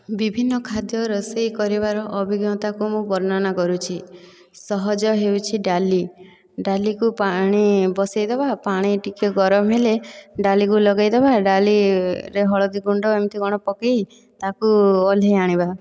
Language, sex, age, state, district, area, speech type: Odia, female, 18-30, Odisha, Boudh, rural, spontaneous